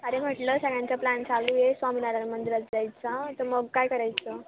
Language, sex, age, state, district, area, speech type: Marathi, female, 18-30, Maharashtra, Nashik, urban, conversation